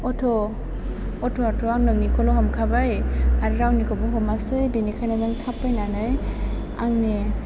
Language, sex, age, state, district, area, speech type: Bodo, female, 18-30, Assam, Chirang, urban, spontaneous